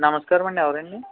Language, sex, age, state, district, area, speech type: Telugu, male, 18-30, Andhra Pradesh, West Godavari, rural, conversation